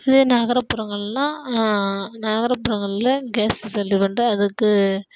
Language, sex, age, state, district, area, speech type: Tamil, female, 18-30, Tamil Nadu, Kallakurichi, rural, spontaneous